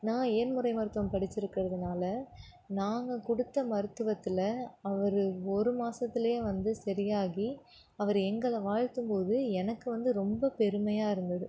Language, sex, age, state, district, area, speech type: Tamil, female, 18-30, Tamil Nadu, Nagapattinam, rural, spontaneous